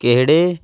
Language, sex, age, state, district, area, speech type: Punjabi, male, 18-30, Punjab, Patiala, urban, read